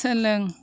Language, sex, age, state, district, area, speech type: Bodo, female, 60+, Assam, Chirang, rural, read